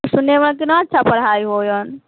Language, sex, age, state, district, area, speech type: Maithili, female, 18-30, Bihar, Sitamarhi, rural, conversation